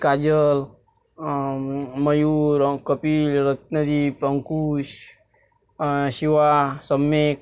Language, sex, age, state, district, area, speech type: Marathi, male, 18-30, Maharashtra, Washim, urban, spontaneous